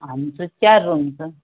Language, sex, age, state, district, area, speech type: Marathi, female, 30-45, Maharashtra, Nagpur, rural, conversation